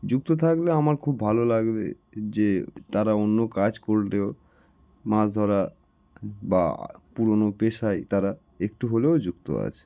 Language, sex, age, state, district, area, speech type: Bengali, male, 18-30, West Bengal, North 24 Parganas, urban, spontaneous